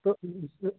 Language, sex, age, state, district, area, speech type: Hindi, male, 45-60, Madhya Pradesh, Hoshangabad, rural, conversation